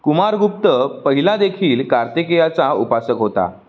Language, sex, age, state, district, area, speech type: Marathi, male, 18-30, Maharashtra, Sindhudurg, rural, read